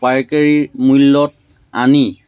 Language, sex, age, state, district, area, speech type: Assamese, male, 30-45, Assam, Majuli, urban, spontaneous